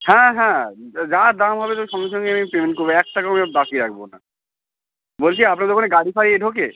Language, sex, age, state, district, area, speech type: Bengali, male, 30-45, West Bengal, Uttar Dinajpur, urban, conversation